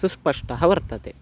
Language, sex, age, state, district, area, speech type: Sanskrit, male, 18-30, Karnataka, Chikkamagaluru, rural, spontaneous